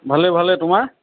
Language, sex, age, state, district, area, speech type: Assamese, male, 45-60, Assam, Charaideo, urban, conversation